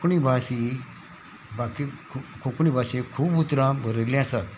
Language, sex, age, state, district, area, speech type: Goan Konkani, male, 60+, Goa, Salcete, rural, spontaneous